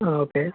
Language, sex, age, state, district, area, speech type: Malayalam, male, 18-30, Kerala, Thrissur, rural, conversation